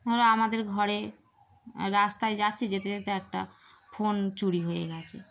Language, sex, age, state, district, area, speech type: Bengali, female, 30-45, West Bengal, Darjeeling, urban, spontaneous